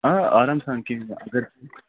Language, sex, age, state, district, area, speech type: Kashmiri, male, 45-60, Jammu and Kashmir, Srinagar, urban, conversation